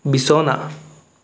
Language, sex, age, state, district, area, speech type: Assamese, male, 18-30, Assam, Sonitpur, urban, read